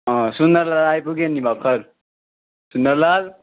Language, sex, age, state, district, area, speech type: Nepali, male, 18-30, West Bengal, Darjeeling, rural, conversation